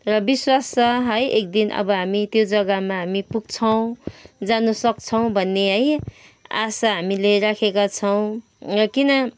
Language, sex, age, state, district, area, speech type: Nepali, female, 30-45, West Bengal, Kalimpong, rural, spontaneous